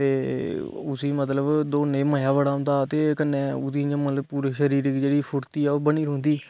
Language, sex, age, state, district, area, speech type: Dogri, male, 18-30, Jammu and Kashmir, Kathua, rural, spontaneous